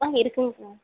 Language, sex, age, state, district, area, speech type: Tamil, female, 30-45, Tamil Nadu, Coimbatore, rural, conversation